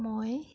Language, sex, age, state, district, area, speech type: Assamese, female, 30-45, Assam, Sivasagar, urban, spontaneous